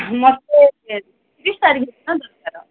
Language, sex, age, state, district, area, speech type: Odia, female, 30-45, Odisha, Koraput, urban, conversation